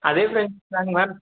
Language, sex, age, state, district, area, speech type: Tamil, male, 18-30, Tamil Nadu, Salem, urban, conversation